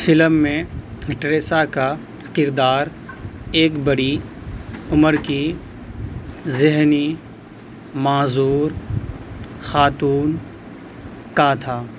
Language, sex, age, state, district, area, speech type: Urdu, male, 18-30, Bihar, Purnia, rural, read